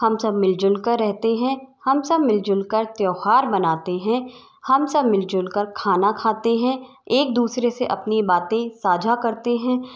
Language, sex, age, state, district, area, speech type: Hindi, female, 60+, Rajasthan, Jaipur, urban, spontaneous